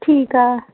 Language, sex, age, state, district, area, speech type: Punjabi, female, 18-30, Punjab, Muktsar, rural, conversation